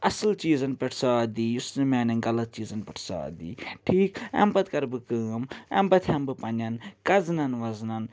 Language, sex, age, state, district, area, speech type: Kashmiri, male, 30-45, Jammu and Kashmir, Srinagar, urban, spontaneous